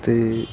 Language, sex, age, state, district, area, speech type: Kannada, male, 30-45, Karnataka, Dakshina Kannada, rural, spontaneous